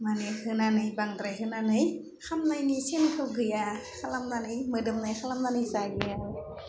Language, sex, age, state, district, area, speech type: Bodo, female, 30-45, Assam, Udalguri, rural, spontaneous